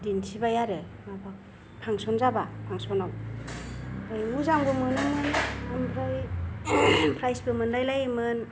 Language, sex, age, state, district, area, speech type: Bodo, female, 45-60, Assam, Kokrajhar, rural, spontaneous